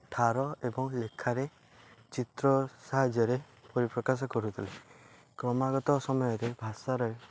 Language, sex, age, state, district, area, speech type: Odia, male, 18-30, Odisha, Jagatsinghpur, urban, spontaneous